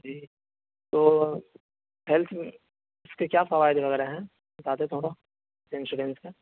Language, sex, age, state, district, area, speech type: Urdu, male, 18-30, Uttar Pradesh, Saharanpur, urban, conversation